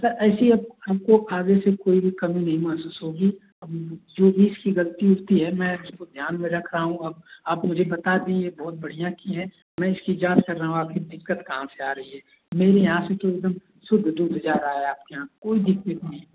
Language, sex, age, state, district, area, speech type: Hindi, male, 30-45, Uttar Pradesh, Mau, rural, conversation